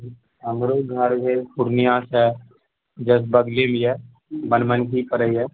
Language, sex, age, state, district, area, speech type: Maithili, male, 60+, Bihar, Purnia, urban, conversation